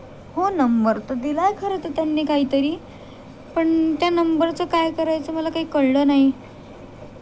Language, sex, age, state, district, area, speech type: Marathi, female, 18-30, Maharashtra, Nanded, rural, spontaneous